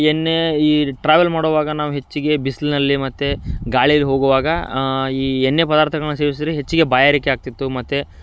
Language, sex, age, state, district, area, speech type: Kannada, male, 30-45, Karnataka, Dharwad, rural, spontaneous